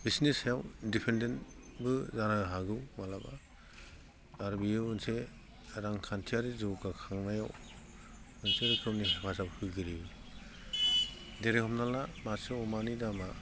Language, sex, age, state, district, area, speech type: Bodo, male, 30-45, Assam, Udalguri, urban, spontaneous